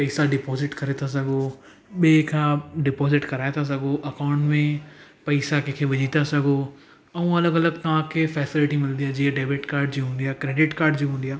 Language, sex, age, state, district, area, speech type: Sindhi, male, 18-30, Gujarat, Surat, urban, spontaneous